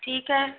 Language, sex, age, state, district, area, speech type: Hindi, female, 30-45, Uttar Pradesh, Azamgarh, rural, conversation